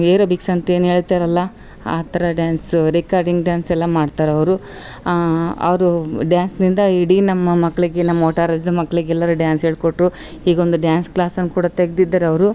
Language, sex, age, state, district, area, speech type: Kannada, female, 45-60, Karnataka, Vijayanagara, rural, spontaneous